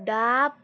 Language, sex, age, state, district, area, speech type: Bengali, female, 18-30, West Bengal, Alipurduar, rural, spontaneous